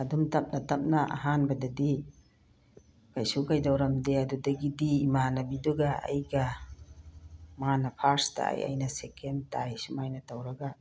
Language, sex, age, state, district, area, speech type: Manipuri, female, 60+, Manipur, Tengnoupal, rural, spontaneous